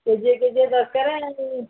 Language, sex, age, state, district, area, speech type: Odia, female, 45-60, Odisha, Angul, rural, conversation